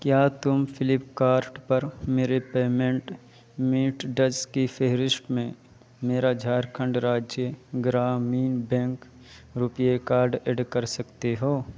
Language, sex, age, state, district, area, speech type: Urdu, male, 18-30, Uttar Pradesh, Balrampur, rural, read